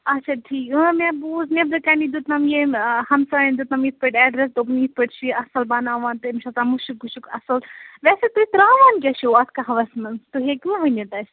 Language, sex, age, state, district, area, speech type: Kashmiri, female, 30-45, Jammu and Kashmir, Ganderbal, rural, conversation